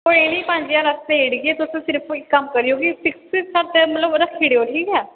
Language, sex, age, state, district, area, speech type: Dogri, female, 18-30, Jammu and Kashmir, Samba, rural, conversation